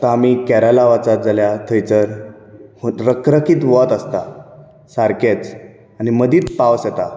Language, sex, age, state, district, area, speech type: Goan Konkani, male, 18-30, Goa, Bardez, rural, spontaneous